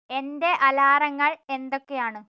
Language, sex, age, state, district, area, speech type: Malayalam, female, 30-45, Kerala, Wayanad, rural, read